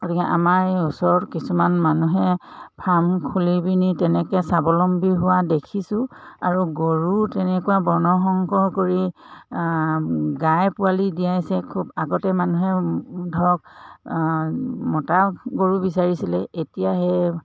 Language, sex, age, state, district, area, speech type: Assamese, female, 45-60, Assam, Dhemaji, urban, spontaneous